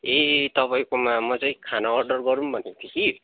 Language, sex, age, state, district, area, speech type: Nepali, male, 18-30, West Bengal, Kalimpong, rural, conversation